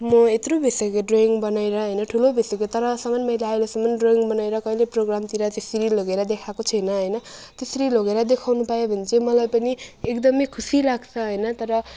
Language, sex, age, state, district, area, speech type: Nepali, female, 30-45, West Bengal, Alipurduar, urban, spontaneous